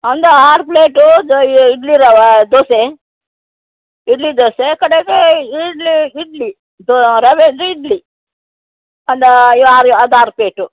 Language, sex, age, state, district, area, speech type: Kannada, female, 60+, Karnataka, Uttara Kannada, rural, conversation